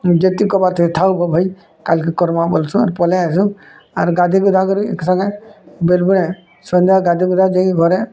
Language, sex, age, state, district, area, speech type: Odia, male, 60+, Odisha, Bargarh, urban, spontaneous